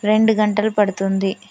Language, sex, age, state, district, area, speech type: Telugu, female, 30-45, Telangana, Hanamkonda, rural, spontaneous